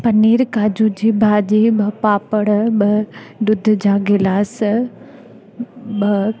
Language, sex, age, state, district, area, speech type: Sindhi, female, 18-30, Gujarat, Junagadh, rural, spontaneous